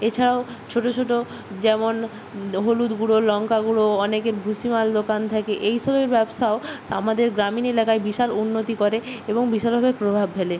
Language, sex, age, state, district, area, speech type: Bengali, female, 18-30, West Bengal, Purba Medinipur, rural, spontaneous